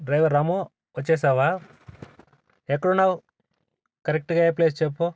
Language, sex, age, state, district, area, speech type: Telugu, male, 45-60, Andhra Pradesh, Sri Balaji, urban, spontaneous